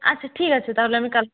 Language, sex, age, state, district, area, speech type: Bengali, female, 30-45, West Bengal, Jalpaiguri, rural, conversation